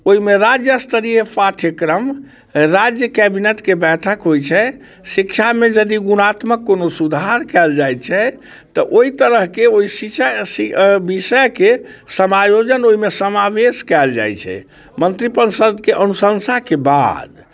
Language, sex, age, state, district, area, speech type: Maithili, male, 45-60, Bihar, Muzaffarpur, rural, spontaneous